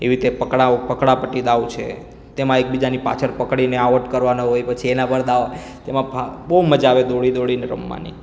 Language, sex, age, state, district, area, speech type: Gujarati, male, 30-45, Gujarat, Surat, rural, spontaneous